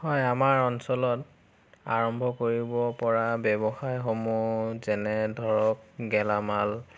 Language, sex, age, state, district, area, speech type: Assamese, male, 30-45, Assam, Biswanath, rural, spontaneous